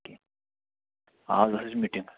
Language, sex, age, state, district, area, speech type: Kashmiri, male, 30-45, Jammu and Kashmir, Anantnag, rural, conversation